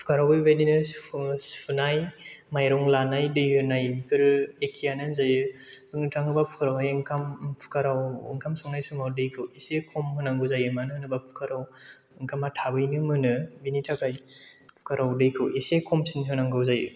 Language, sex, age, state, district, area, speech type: Bodo, male, 30-45, Assam, Chirang, rural, spontaneous